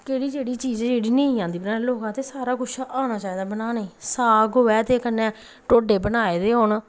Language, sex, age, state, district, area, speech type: Dogri, female, 30-45, Jammu and Kashmir, Samba, rural, spontaneous